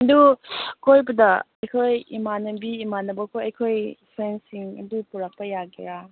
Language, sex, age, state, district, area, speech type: Manipuri, female, 18-30, Manipur, Chandel, rural, conversation